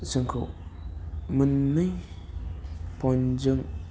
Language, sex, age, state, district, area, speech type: Bodo, male, 18-30, Assam, Udalguri, urban, spontaneous